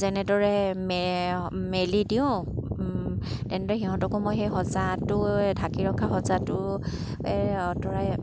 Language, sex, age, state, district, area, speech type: Assamese, female, 30-45, Assam, Sivasagar, rural, spontaneous